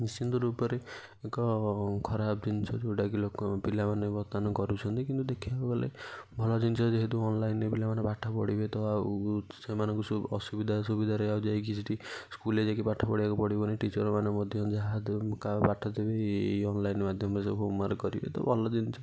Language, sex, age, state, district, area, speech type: Odia, male, 60+, Odisha, Kendujhar, urban, spontaneous